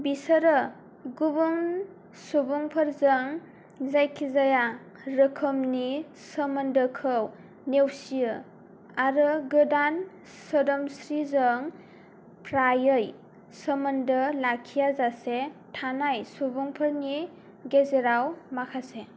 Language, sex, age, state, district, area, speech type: Bodo, female, 18-30, Assam, Kokrajhar, rural, read